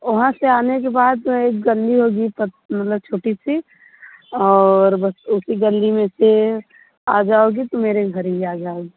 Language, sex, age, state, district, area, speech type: Hindi, female, 18-30, Uttar Pradesh, Mirzapur, rural, conversation